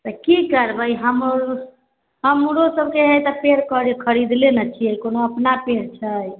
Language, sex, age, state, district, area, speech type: Maithili, female, 30-45, Bihar, Sitamarhi, rural, conversation